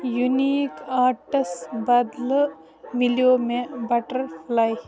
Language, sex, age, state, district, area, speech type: Kashmiri, female, 30-45, Jammu and Kashmir, Baramulla, urban, read